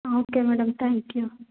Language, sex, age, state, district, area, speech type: Kannada, female, 30-45, Karnataka, Hassan, urban, conversation